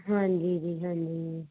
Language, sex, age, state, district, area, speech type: Punjabi, female, 18-30, Punjab, Muktsar, urban, conversation